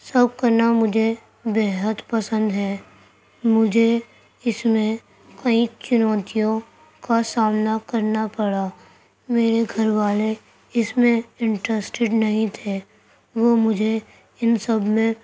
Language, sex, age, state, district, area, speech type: Urdu, female, 45-60, Delhi, Central Delhi, urban, spontaneous